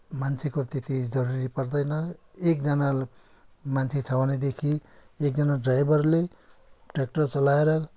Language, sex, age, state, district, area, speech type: Nepali, male, 60+, West Bengal, Kalimpong, rural, spontaneous